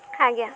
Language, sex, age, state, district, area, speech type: Odia, female, 18-30, Odisha, Jagatsinghpur, rural, spontaneous